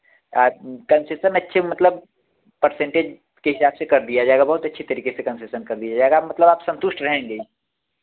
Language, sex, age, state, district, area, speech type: Hindi, male, 18-30, Uttar Pradesh, Varanasi, urban, conversation